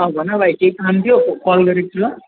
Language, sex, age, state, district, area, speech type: Nepali, male, 18-30, West Bengal, Alipurduar, urban, conversation